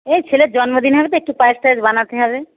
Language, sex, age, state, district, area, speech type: Bengali, female, 60+, West Bengal, Birbhum, urban, conversation